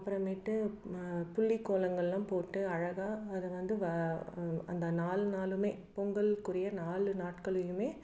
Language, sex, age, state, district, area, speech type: Tamil, female, 30-45, Tamil Nadu, Salem, urban, spontaneous